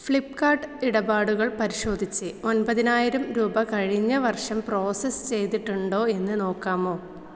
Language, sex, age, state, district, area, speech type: Malayalam, female, 18-30, Kerala, Malappuram, rural, read